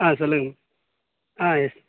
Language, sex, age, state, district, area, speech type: Tamil, male, 60+, Tamil Nadu, Mayiladuthurai, rural, conversation